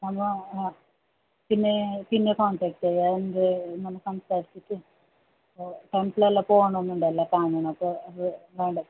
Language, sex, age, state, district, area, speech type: Malayalam, female, 18-30, Kerala, Kasaragod, rural, conversation